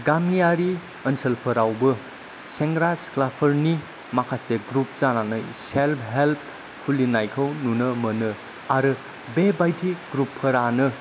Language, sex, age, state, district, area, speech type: Bodo, male, 30-45, Assam, Kokrajhar, rural, spontaneous